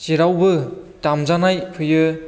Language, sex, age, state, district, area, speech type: Bodo, female, 18-30, Assam, Chirang, rural, spontaneous